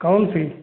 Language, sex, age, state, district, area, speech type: Hindi, male, 45-60, Uttar Pradesh, Hardoi, rural, conversation